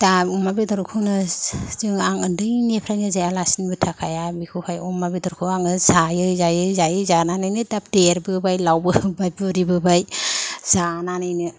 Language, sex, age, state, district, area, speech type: Bodo, female, 45-60, Assam, Kokrajhar, rural, spontaneous